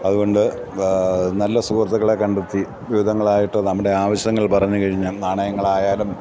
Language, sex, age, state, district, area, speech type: Malayalam, male, 45-60, Kerala, Kottayam, rural, spontaneous